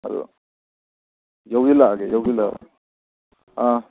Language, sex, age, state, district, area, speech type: Manipuri, male, 18-30, Manipur, Kakching, rural, conversation